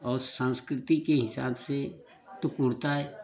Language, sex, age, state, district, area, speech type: Hindi, male, 30-45, Uttar Pradesh, Jaunpur, rural, spontaneous